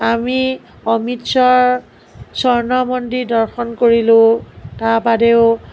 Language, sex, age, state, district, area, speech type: Assamese, female, 45-60, Assam, Morigaon, rural, spontaneous